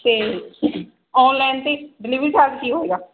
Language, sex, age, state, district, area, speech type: Punjabi, female, 45-60, Punjab, Barnala, rural, conversation